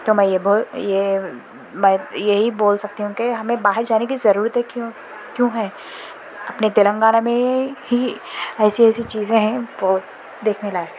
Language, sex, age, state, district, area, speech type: Urdu, female, 18-30, Telangana, Hyderabad, urban, spontaneous